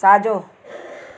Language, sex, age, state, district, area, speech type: Sindhi, female, 45-60, Gujarat, Surat, urban, read